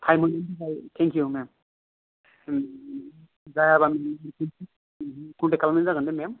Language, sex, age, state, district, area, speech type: Bodo, male, 30-45, Assam, Kokrajhar, rural, conversation